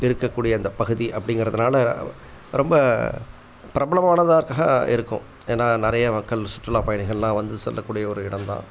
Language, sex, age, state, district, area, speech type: Tamil, male, 60+, Tamil Nadu, Tiruppur, rural, spontaneous